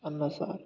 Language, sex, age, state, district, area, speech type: Kannada, male, 18-30, Karnataka, Gulbarga, urban, spontaneous